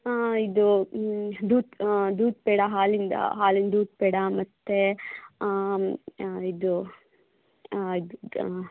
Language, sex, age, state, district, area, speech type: Kannada, female, 30-45, Karnataka, Shimoga, rural, conversation